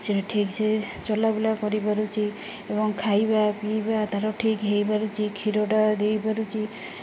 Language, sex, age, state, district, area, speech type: Odia, female, 30-45, Odisha, Jagatsinghpur, rural, spontaneous